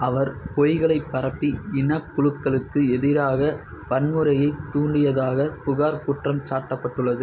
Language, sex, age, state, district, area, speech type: Tamil, male, 18-30, Tamil Nadu, Perambalur, rural, read